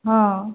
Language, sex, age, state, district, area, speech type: Odia, female, 60+, Odisha, Kandhamal, rural, conversation